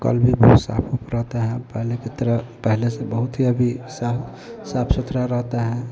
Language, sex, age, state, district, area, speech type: Hindi, male, 45-60, Bihar, Vaishali, urban, spontaneous